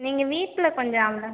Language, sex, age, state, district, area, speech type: Tamil, female, 18-30, Tamil Nadu, Cuddalore, rural, conversation